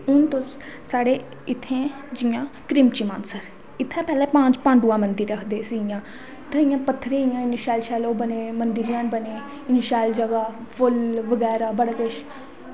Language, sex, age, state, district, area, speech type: Dogri, female, 18-30, Jammu and Kashmir, Udhampur, rural, spontaneous